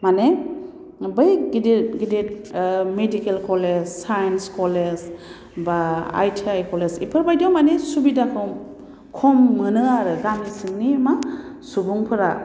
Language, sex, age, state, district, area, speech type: Bodo, female, 30-45, Assam, Baksa, urban, spontaneous